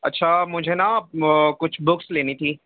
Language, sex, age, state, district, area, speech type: Urdu, male, 18-30, Delhi, North West Delhi, urban, conversation